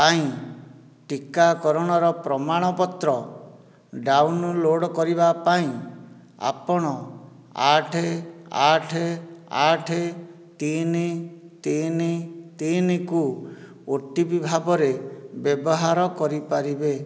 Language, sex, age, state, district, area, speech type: Odia, male, 45-60, Odisha, Nayagarh, rural, read